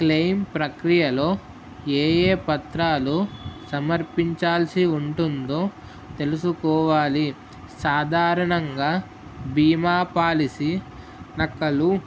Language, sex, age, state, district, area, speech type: Telugu, male, 18-30, Telangana, Mahabubabad, urban, spontaneous